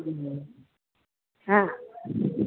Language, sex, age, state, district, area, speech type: Bengali, female, 45-60, West Bengal, Purba Bardhaman, urban, conversation